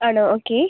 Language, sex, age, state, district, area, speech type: Malayalam, female, 18-30, Kerala, Wayanad, rural, conversation